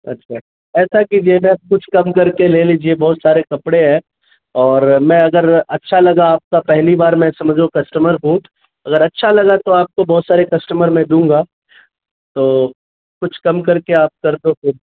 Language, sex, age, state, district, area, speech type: Urdu, male, 30-45, Bihar, Khagaria, rural, conversation